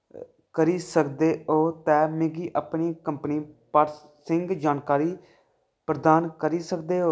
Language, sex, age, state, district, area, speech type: Dogri, male, 18-30, Jammu and Kashmir, Kathua, rural, read